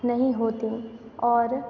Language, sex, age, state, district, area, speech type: Hindi, female, 18-30, Madhya Pradesh, Hoshangabad, urban, spontaneous